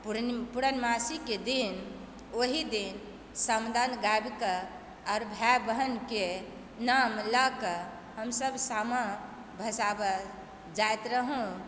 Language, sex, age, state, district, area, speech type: Maithili, female, 45-60, Bihar, Supaul, urban, spontaneous